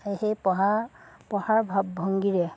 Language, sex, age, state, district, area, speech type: Assamese, female, 45-60, Assam, Dhemaji, urban, spontaneous